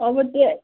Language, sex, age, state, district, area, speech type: Nepali, female, 18-30, West Bengal, Jalpaiguri, urban, conversation